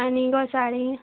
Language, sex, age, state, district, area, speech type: Goan Konkani, female, 18-30, Goa, Canacona, rural, conversation